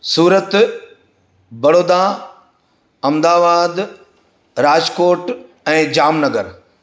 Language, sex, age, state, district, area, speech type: Sindhi, male, 60+, Gujarat, Surat, urban, spontaneous